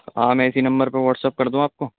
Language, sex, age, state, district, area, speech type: Urdu, male, 18-30, Delhi, East Delhi, urban, conversation